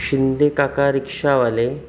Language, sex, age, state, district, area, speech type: Marathi, male, 30-45, Maharashtra, Sindhudurg, rural, spontaneous